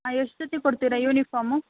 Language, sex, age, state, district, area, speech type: Kannada, female, 18-30, Karnataka, Tumkur, urban, conversation